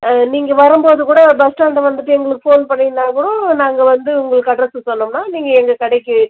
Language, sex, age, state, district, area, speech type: Tamil, female, 45-60, Tamil Nadu, Viluppuram, rural, conversation